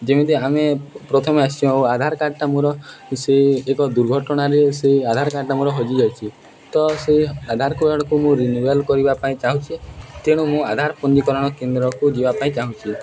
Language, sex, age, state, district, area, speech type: Odia, male, 18-30, Odisha, Nuapada, urban, spontaneous